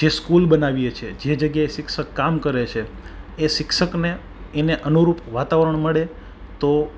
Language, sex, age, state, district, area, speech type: Gujarati, male, 30-45, Gujarat, Rajkot, urban, spontaneous